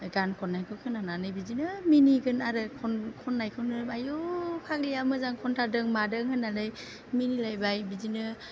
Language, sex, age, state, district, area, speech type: Bodo, female, 30-45, Assam, Chirang, urban, spontaneous